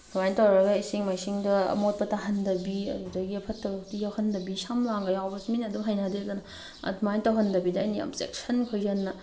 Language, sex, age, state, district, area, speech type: Manipuri, female, 30-45, Manipur, Tengnoupal, rural, spontaneous